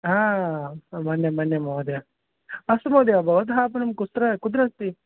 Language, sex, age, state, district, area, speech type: Sanskrit, male, 30-45, Karnataka, Vijayapura, urban, conversation